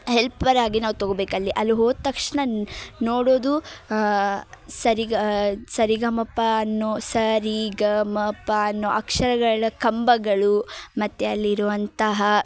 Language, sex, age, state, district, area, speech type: Kannada, female, 18-30, Karnataka, Dharwad, urban, spontaneous